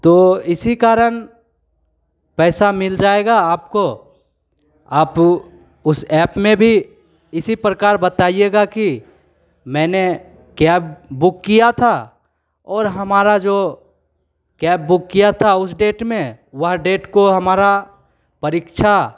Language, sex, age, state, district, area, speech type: Hindi, male, 18-30, Bihar, Begusarai, rural, spontaneous